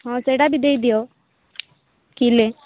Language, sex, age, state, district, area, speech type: Odia, female, 18-30, Odisha, Rayagada, rural, conversation